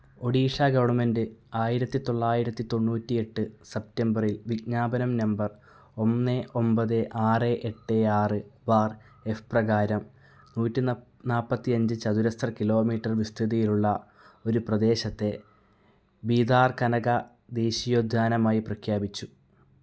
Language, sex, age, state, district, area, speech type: Malayalam, male, 18-30, Kerala, Kasaragod, rural, read